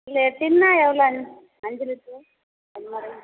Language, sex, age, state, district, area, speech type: Tamil, female, 30-45, Tamil Nadu, Tirupattur, rural, conversation